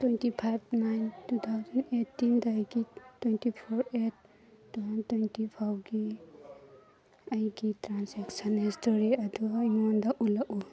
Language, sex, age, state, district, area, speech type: Manipuri, female, 18-30, Manipur, Churachandpur, urban, read